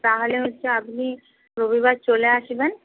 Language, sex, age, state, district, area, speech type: Bengali, female, 45-60, West Bengal, Purba Medinipur, rural, conversation